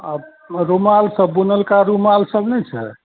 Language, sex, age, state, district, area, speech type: Maithili, male, 60+, Bihar, Araria, rural, conversation